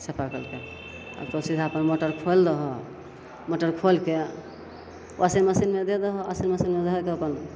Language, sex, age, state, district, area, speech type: Maithili, female, 60+, Bihar, Begusarai, rural, spontaneous